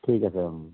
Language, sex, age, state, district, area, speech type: Assamese, male, 60+, Assam, Golaghat, urban, conversation